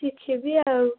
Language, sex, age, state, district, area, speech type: Odia, female, 18-30, Odisha, Jajpur, rural, conversation